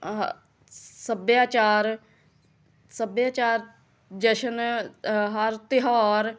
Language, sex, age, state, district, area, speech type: Punjabi, female, 30-45, Punjab, Hoshiarpur, rural, spontaneous